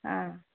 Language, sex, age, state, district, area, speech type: Kannada, female, 18-30, Karnataka, Davanagere, rural, conversation